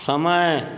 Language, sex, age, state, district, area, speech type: Hindi, male, 30-45, Bihar, Vaishali, rural, read